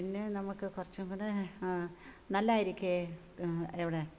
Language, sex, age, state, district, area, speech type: Malayalam, female, 60+, Kerala, Kollam, rural, spontaneous